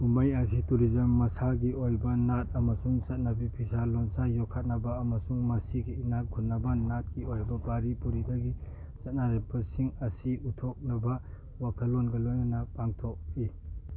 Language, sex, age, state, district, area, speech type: Manipuri, male, 30-45, Manipur, Churachandpur, rural, read